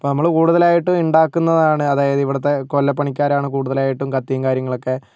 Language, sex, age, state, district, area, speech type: Malayalam, male, 30-45, Kerala, Kozhikode, urban, spontaneous